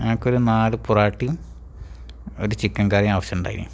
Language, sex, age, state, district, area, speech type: Malayalam, male, 30-45, Kerala, Malappuram, rural, spontaneous